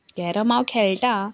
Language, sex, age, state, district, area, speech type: Goan Konkani, female, 18-30, Goa, Canacona, rural, spontaneous